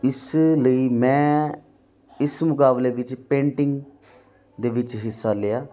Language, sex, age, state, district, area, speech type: Punjabi, male, 18-30, Punjab, Muktsar, rural, spontaneous